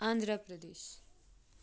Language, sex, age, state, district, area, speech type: Kashmiri, female, 30-45, Jammu and Kashmir, Kupwara, rural, spontaneous